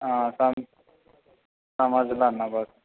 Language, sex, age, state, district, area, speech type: Maithili, male, 18-30, Bihar, Purnia, rural, conversation